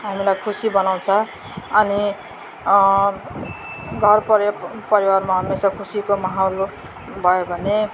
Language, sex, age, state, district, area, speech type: Nepali, female, 45-60, West Bengal, Darjeeling, rural, spontaneous